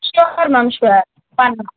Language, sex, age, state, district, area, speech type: Tamil, female, 30-45, Tamil Nadu, Chennai, urban, conversation